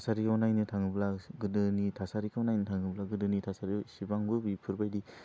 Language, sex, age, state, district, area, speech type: Bodo, male, 18-30, Assam, Udalguri, urban, spontaneous